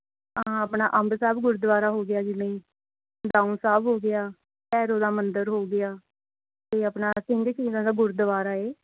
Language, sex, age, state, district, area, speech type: Punjabi, female, 18-30, Punjab, Mohali, urban, conversation